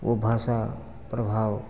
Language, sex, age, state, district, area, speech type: Hindi, male, 30-45, Bihar, Begusarai, rural, spontaneous